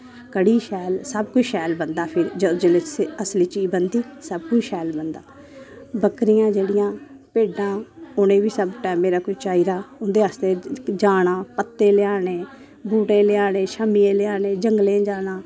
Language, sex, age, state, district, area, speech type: Dogri, female, 30-45, Jammu and Kashmir, Samba, rural, spontaneous